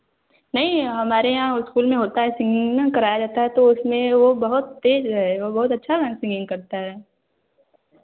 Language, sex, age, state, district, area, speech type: Hindi, female, 18-30, Uttar Pradesh, Varanasi, urban, conversation